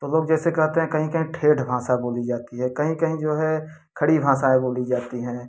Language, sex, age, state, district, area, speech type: Hindi, male, 30-45, Uttar Pradesh, Prayagraj, urban, spontaneous